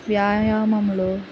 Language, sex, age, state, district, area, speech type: Telugu, female, 30-45, Andhra Pradesh, Guntur, rural, spontaneous